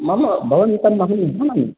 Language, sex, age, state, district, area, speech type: Sanskrit, male, 45-60, Karnataka, Dakshina Kannada, rural, conversation